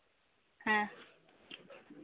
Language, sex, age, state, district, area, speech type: Santali, female, 18-30, West Bengal, Bankura, rural, conversation